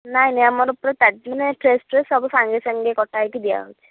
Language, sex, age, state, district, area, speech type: Odia, female, 30-45, Odisha, Bhadrak, rural, conversation